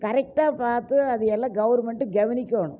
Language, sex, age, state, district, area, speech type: Tamil, female, 60+, Tamil Nadu, Coimbatore, urban, spontaneous